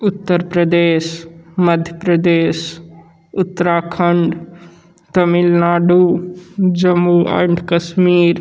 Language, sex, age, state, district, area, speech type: Hindi, male, 60+, Uttar Pradesh, Sonbhadra, rural, spontaneous